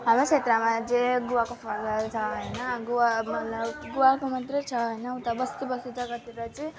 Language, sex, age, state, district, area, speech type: Nepali, female, 18-30, West Bengal, Alipurduar, rural, spontaneous